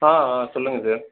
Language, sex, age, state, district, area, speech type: Tamil, male, 45-60, Tamil Nadu, Cuddalore, rural, conversation